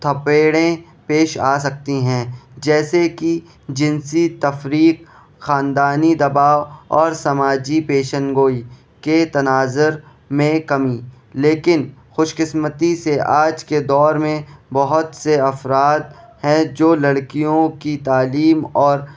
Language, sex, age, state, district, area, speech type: Urdu, male, 18-30, Delhi, East Delhi, urban, spontaneous